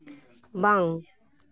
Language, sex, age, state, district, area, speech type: Santali, female, 30-45, West Bengal, Paschim Bardhaman, urban, read